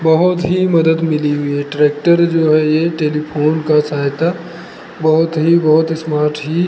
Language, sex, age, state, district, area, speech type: Hindi, male, 45-60, Uttar Pradesh, Lucknow, rural, spontaneous